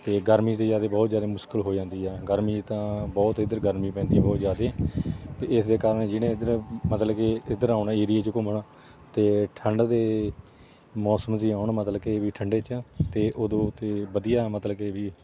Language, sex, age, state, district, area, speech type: Punjabi, male, 30-45, Punjab, Bathinda, rural, spontaneous